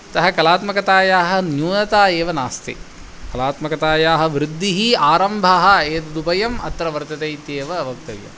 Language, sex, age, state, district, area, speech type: Sanskrit, male, 45-60, Tamil Nadu, Kanchipuram, urban, spontaneous